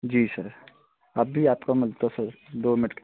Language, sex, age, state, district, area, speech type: Hindi, male, 18-30, Madhya Pradesh, Seoni, urban, conversation